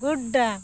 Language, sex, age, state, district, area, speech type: Santali, female, 45-60, Jharkhand, Seraikela Kharsawan, rural, spontaneous